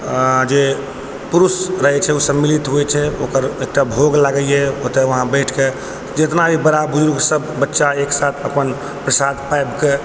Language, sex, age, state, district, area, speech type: Maithili, male, 30-45, Bihar, Purnia, rural, spontaneous